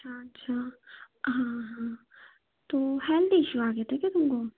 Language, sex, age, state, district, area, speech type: Hindi, female, 18-30, Madhya Pradesh, Chhindwara, urban, conversation